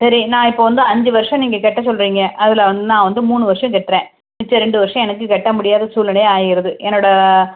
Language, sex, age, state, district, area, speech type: Tamil, female, 30-45, Tamil Nadu, Tirunelveli, rural, conversation